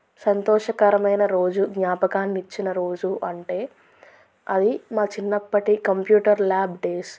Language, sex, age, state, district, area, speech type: Telugu, female, 30-45, Andhra Pradesh, Krishna, rural, spontaneous